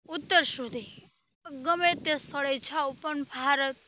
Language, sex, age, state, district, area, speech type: Gujarati, female, 18-30, Gujarat, Rajkot, rural, spontaneous